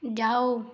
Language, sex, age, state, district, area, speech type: Punjabi, female, 18-30, Punjab, Tarn Taran, rural, read